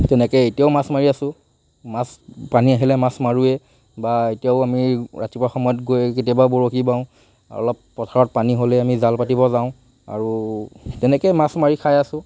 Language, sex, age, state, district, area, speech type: Assamese, male, 45-60, Assam, Morigaon, rural, spontaneous